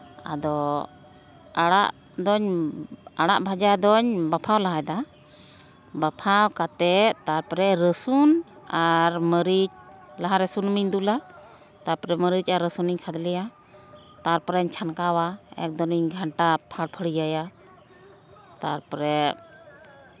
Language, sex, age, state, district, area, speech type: Santali, female, 45-60, West Bengal, Uttar Dinajpur, rural, spontaneous